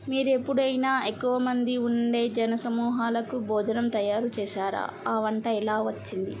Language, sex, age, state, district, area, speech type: Telugu, female, 18-30, Andhra Pradesh, N T Rama Rao, urban, spontaneous